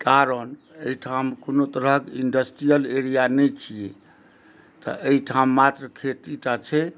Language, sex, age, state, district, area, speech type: Maithili, male, 60+, Bihar, Madhubani, rural, spontaneous